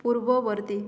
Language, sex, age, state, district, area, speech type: Bengali, female, 30-45, West Bengal, Jhargram, rural, read